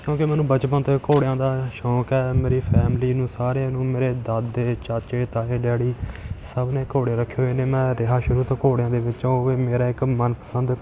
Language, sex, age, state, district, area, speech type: Punjabi, male, 18-30, Punjab, Fatehgarh Sahib, rural, spontaneous